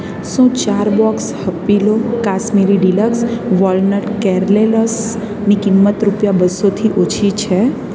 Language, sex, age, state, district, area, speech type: Gujarati, female, 30-45, Gujarat, Surat, urban, read